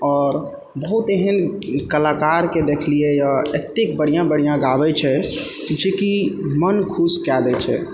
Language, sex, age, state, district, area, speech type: Maithili, male, 30-45, Bihar, Purnia, rural, spontaneous